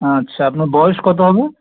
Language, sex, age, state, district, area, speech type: Bengali, male, 18-30, West Bengal, North 24 Parganas, urban, conversation